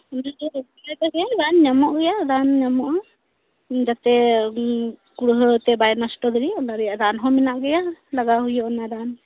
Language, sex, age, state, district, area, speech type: Santali, female, 30-45, West Bengal, Birbhum, rural, conversation